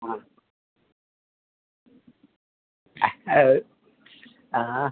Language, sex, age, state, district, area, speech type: Malayalam, male, 18-30, Kerala, Idukki, rural, conversation